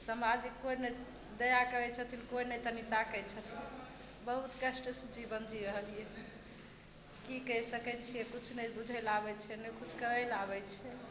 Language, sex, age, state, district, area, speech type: Maithili, female, 45-60, Bihar, Begusarai, urban, spontaneous